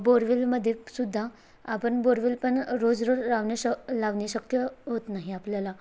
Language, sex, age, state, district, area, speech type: Marathi, female, 18-30, Maharashtra, Bhandara, rural, spontaneous